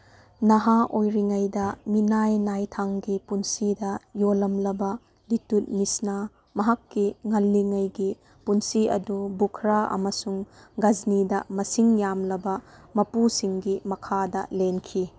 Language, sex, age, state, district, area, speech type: Manipuri, female, 30-45, Manipur, Chandel, rural, read